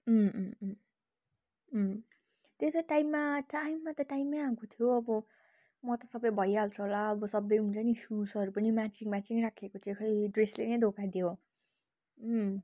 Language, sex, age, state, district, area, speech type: Nepali, female, 18-30, West Bengal, Kalimpong, rural, spontaneous